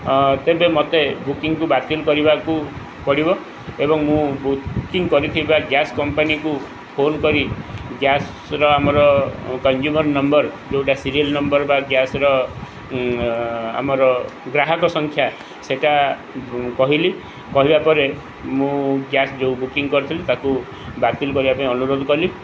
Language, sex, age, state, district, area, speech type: Odia, male, 45-60, Odisha, Sundergarh, rural, spontaneous